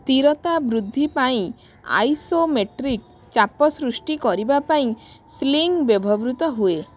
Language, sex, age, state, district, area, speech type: Odia, female, 18-30, Odisha, Bhadrak, rural, read